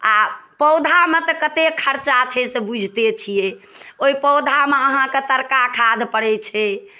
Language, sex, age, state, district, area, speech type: Maithili, female, 60+, Bihar, Darbhanga, rural, spontaneous